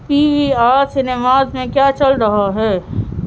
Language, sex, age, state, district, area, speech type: Urdu, female, 18-30, Delhi, Central Delhi, urban, read